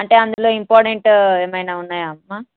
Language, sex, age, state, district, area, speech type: Telugu, female, 18-30, Telangana, Hyderabad, rural, conversation